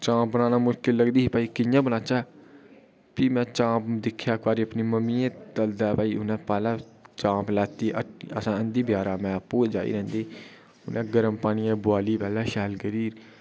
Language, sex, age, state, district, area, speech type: Dogri, male, 18-30, Jammu and Kashmir, Udhampur, rural, spontaneous